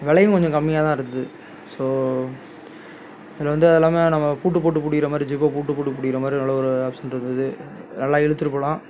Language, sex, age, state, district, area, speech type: Tamil, male, 30-45, Tamil Nadu, Tiruvarur, rural, spontaneous